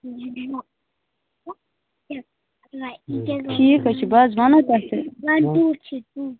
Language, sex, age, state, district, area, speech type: Kashmiri, female, 30-45, Jammu and Kashmir, Bandipora, rural, conversation